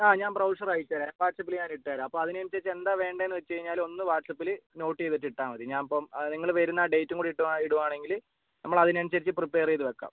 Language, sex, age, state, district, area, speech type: Malayalam, male, 18-30, Kerala, Kozhikode, urban, conversation